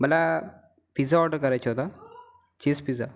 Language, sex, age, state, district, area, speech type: Marathi, female, 18-30, Maharashtra, Gondia, rural, spontaneous